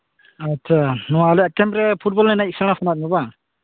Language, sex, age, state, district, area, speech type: Santali, male, 18-30, West Bengal, Purulia, rural, conversation